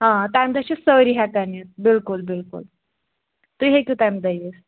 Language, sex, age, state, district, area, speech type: Kashmiri, female, 18-30, Jammu and Kashmir, Pulwama, rural, conversation